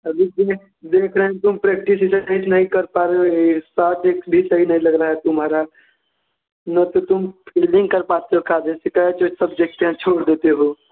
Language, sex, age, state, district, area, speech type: Hindi, male, 18-30, Uttar Pradesh, Mirzapur, rural, conversation